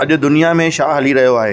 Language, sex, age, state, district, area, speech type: Sindhi, male, 30-45, Maharashtra, Thane, rural, read